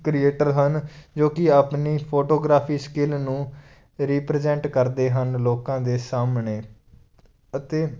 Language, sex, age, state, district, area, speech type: Punjabi, male, 18-30, Punjab, Fazilka, rural, spontaneous